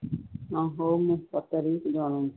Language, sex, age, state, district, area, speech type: Odia, female, 45-60, Odisha, Ganjam, urban, conversation